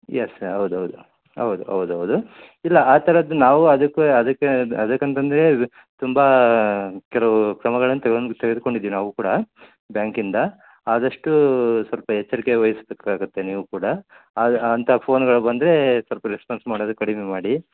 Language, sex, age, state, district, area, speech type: Kannada, male, 30-45, Karnataka, Koppal, rural, conversation